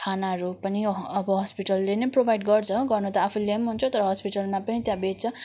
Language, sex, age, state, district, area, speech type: Nepali, female, 18-30, West Bengal, Darjeeling, rural, spontaneous